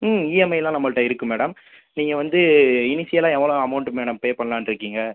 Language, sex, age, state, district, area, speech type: Tamil, male, 30-45, Tamil Nadu, Pudukkottai, rural, conversation